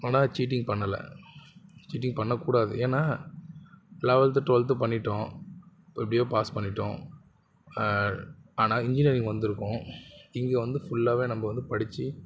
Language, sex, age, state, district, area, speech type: Tamil, male, 60+, Tamil Nadu, Mayiladuthurai, rural, spontaneous